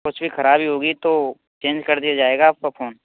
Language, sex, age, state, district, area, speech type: Hindi, male, 18-30, Rajasthan, Bharatpur, rural, conversation